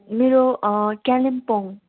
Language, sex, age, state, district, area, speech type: Nepali, female, 30-45, West Bengal, Kalimpong, rural, conversation